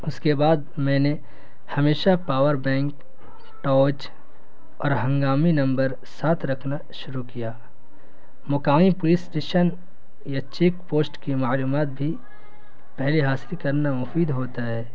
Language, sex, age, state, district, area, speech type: Urdu, male, 18-30, Bihar, Gaya, urban, spontaneous